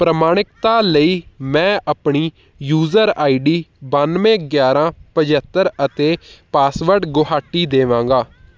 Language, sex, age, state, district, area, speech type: Punjabi, male, 18-30, Punjab, Hoshiarpur, urban, read